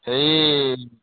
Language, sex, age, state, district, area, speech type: Assamese, male, 18-30, Assam, Dhemaji, rural, conversation